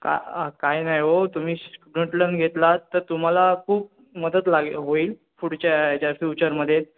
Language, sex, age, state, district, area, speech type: Marathi, male, 18-30, Maharashtra, Ratnagiri, urban, conversation